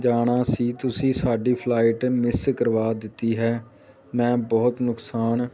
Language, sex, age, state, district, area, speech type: Punjabi, male, 18-30, Punjab, Amritsar, rural, spontaneous